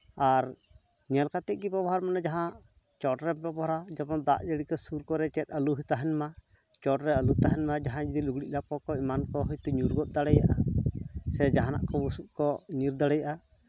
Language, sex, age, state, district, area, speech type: Santali, male, 45-60, West Bengal, Purulia, rural, spontaneous